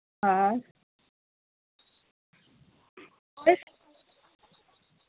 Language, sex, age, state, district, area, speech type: Dogri, female, 18-30, Jammu and Kashmir, Udhampur, rural, conversation